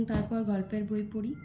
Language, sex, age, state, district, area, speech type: Bengali, female, 18-30, West Bengal, Purulia, urban, spontaneous